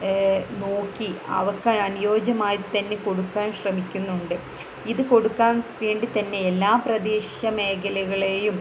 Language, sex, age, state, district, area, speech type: Malayalam, female, 18-30, Kerala, Malappuram, rural, spontaneous